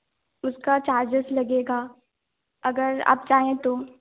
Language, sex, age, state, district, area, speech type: Hindi, female, 18-30, Madhya Pradesh, Balaghat, rural, conversation